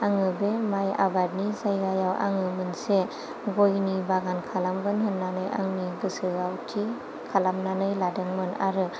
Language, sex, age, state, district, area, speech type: Bodo, female, 30-45, Assam, Chirang, urban, spontaneous